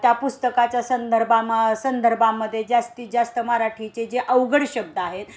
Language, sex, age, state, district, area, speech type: Marathi, female, 45-60, Maharashtra, Osmanabad, rural, spontaneous